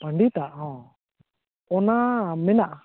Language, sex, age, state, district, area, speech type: Santali, male, 30-45, Jharkhand, Seraikela Kharsawan, rural, conversation